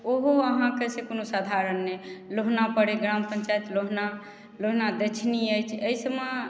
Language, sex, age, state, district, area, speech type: Maithili, female, 45-60, Bihar, Madhubani, rural, spontaneous